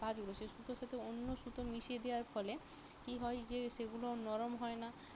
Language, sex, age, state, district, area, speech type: Bengali, female, 30-45, West Bengal, Bankura, urban, spontaneous